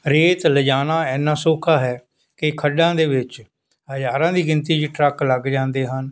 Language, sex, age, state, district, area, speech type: Punjabi, male, 60+, Punjab, Fazilka, rural, spontaneous